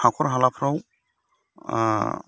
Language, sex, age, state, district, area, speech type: Bodo, male, 30-45, Assam, Udalguri, urban, spontaneous